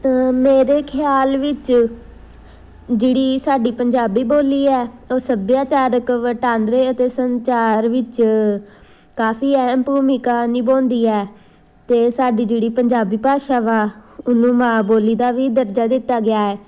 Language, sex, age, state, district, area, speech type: Punjabi, female, 30-45, Punjab, Amritsar, urban, spontaneous